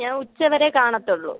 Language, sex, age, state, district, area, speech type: Malayalam, female, 18-30, Kerala, Thiruvananthapuram, rural, conversation